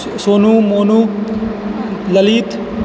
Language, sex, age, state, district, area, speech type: Maithili, male, 18-30, Bihar, Purnia, urban, spontaneous